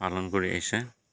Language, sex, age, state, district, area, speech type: Assamese, male, 45-60, Assam, Goalpara, urban, spontaneous